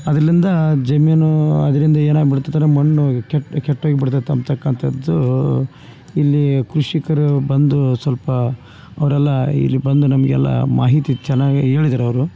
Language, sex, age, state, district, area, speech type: Kannada, male, 45-60, Karnataka, Bellary, rural, spontaneous